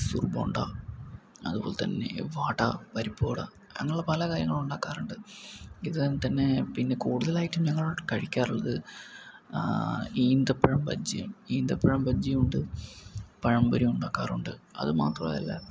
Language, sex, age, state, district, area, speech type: Malayalam, male, 18-30, Kerala, Palakkad, rural, spontaneous